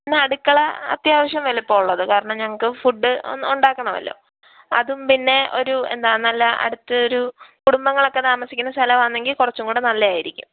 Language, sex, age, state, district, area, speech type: Malayalam, female, 18-30, Kerala, Pathanamthitta, rural, conversation